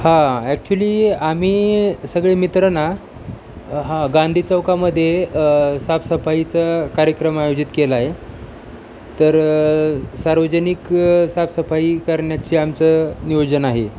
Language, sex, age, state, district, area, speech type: Marathi, male, 30-45, Maharashtra, Osmanabad, rural, spontaneous